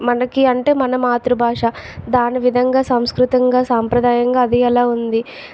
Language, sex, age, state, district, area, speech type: Telugu, female, 30-45, Andhra Pradesh, Vizianagaram, rural, spontaneous